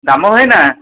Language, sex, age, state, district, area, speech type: Odia, male, 30-45, Odisha, Dhenkanal, rural, conversation